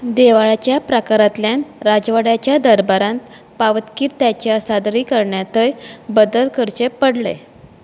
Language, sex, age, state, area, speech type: Goan Konkani, female, 30-45, Goa, rural, read